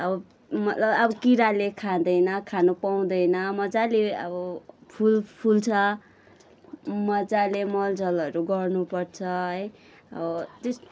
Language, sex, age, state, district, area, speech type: Nepali, female, 30-45, West Bengal, Kalimpong, rural, spontaneous